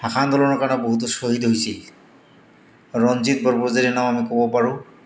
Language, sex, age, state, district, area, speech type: Assamese, male, 45-60, Assam, Goalpara, urban, spontaneous